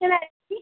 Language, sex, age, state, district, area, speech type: Dogri, female, 30-45, Jammu and Kashmir, Udhampur, urban, conversation